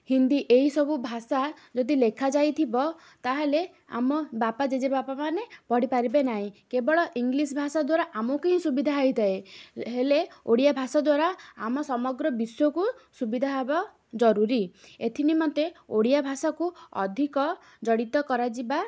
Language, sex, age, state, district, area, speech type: Odia, female, 18-30, Odisha, Ganjam, urban, spontaneous